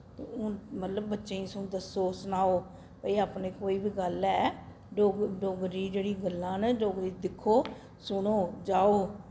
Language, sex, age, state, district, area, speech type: Dogri, female, 60+, Jammu and Kashmir, Reasi, urban, spontaneous